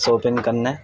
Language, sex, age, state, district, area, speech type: Urdu, male, 18-30, Uttar Pradesh, Gautam Buddha Nagar, rural, spontaneous